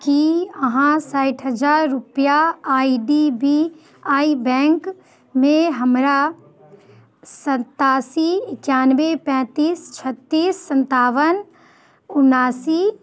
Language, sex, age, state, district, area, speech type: Maithili, female, 18-30, Bihar, Muzaffarpur, urban, read